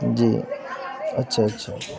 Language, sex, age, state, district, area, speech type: Urdu, male, 30-45, Bihar, Madhubani, urban, spontaneous